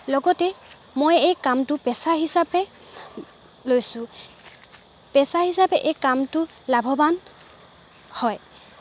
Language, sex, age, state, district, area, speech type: Assamese, female, 45-60, Assam, Dibrugarh, rural, spontaneous